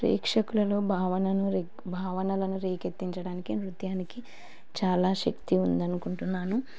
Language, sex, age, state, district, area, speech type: Telugu, female, 30-45, Andhra Pradesh, Kurnool, rural, spontaneous